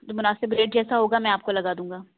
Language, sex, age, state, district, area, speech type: Urdu, female, 30-45, Delhi, South Delhi, urban, conversation